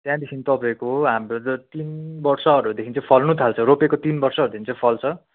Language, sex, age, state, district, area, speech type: Nepali, male, 30-45, West Bengal, Kalimpong, rural, conversation